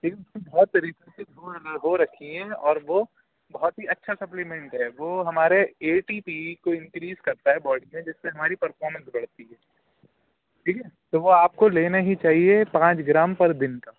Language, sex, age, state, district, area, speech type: Urdu, male, 18-30, Uttar Pradesh, Rampur, urban, conversation